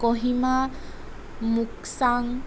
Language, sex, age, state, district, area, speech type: Assamese, female, 18-30, Assam, Sonitpur, rural, spontaneous